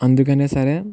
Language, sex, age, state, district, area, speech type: Telugu, male, 18-30, Andhra Pradesh, Kakinada, rural, spontaneous